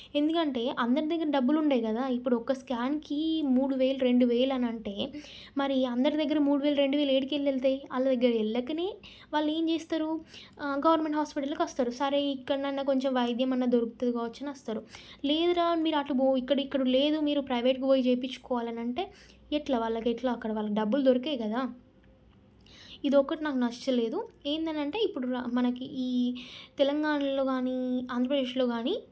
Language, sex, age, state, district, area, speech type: Telugu, female, 18-30, Telangana, Peddapalli, urban, spontaneous